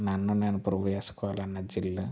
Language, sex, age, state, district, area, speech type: Telugu, male, 18-30, Telangana, Mancherial, rural, spontaneous